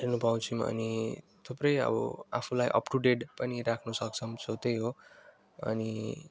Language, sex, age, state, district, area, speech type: Nepali, male, 18-30, West Bengal, Alipurduar, urban, spontaneous